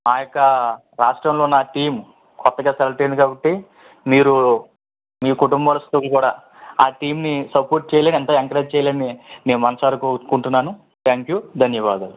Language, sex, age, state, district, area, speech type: Telugu, male, 18-30, Andhra Pradesh, East Godavari, rural, conversation